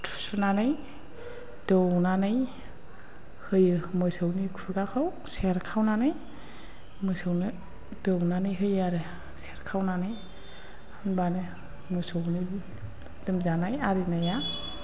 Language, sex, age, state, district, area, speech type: Bodo, female, 45-60, Assam, Chirang, urban, spontaneous